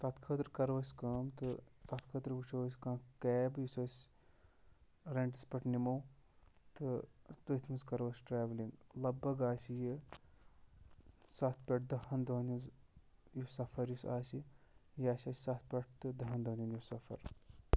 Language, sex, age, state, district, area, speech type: Kashmiri, male, 18-30, Jammu and Kashmir, Shopian, urban, spontaneous